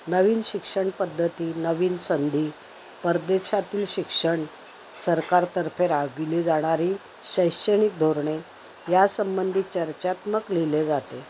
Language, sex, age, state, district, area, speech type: Marathi, female, 60+, Maharashtra, Thane, urban, spontaneous